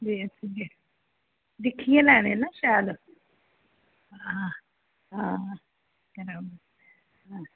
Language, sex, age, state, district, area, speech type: Dogri, female, 60+, Jammu and Kashmir, Reasi, urban, conversation